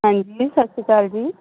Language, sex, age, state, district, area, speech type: Punjabi, female, 30-45, Punjab, Amritsar, urban, conversation